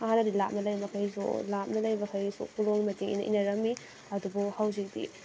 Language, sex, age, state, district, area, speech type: Manipuri, female, 18-30, Manipur, Kakching, rural, spontaneous